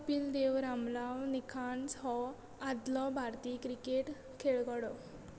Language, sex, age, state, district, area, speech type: Goan Konkani, female, 18-30, Goa, Quepem, rural, read